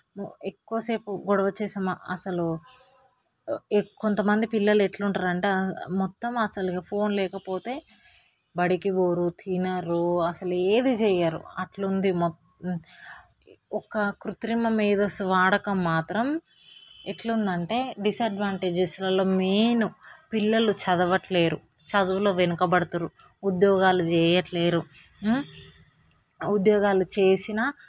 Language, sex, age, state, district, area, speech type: Telugu, female, 18-30, Telangana, Hyderabad, urban, spontaneous